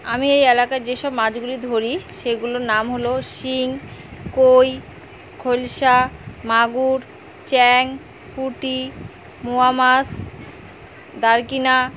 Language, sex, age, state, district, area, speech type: Bengali, female, 30-45, West Bengal, Alipurduar, rural, spontaneous